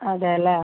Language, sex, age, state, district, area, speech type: Malayalam, female, 18-30, Kerala, Kannur, rural, conversation